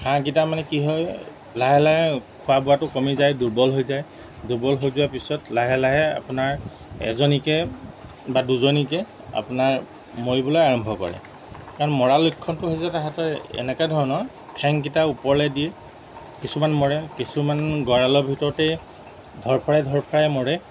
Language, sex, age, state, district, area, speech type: Assamese, male, 45-60, Assam, Golaghat, rural, spontaneous